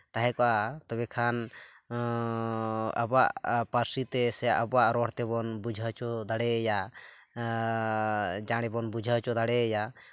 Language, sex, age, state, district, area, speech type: Santali, male, 18-30, West Bengal, Purulia, rural, spontaneous